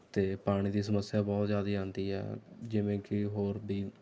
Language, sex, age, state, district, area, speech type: Punjabi, male, 18-30, Punjab, Rupnagar, rural, spontaneous